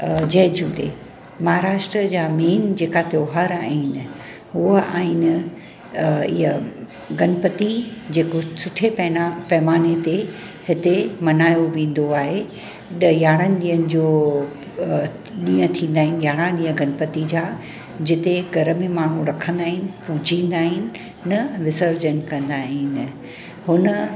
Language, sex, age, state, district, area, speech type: Sindhi, female, 45-60, Maharashtra, Mumbai Suburban, urban, spontaneous